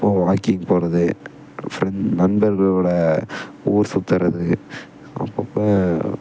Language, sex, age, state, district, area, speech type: Tamil, male, 18-30, Tamil Nadu, Tiruppur, rural, spontaneous